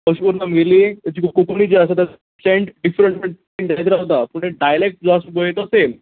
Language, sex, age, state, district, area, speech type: Goan Konkani, male, 18-30, Goa, Quepem, rural, conversation